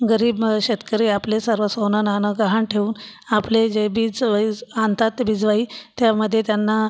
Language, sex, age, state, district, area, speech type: Marathi, female, 45-60, Maharashtra, Buldhana, rural, spontaneous